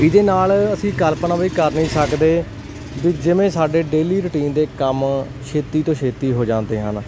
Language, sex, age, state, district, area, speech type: Punjabi, male, 18-30, Punjab, Hoshiarpur, rural, spontaneous